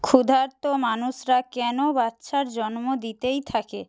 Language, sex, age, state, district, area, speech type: Bengali, female, 30-45, West Bengal, Purba Medinipur, rural, read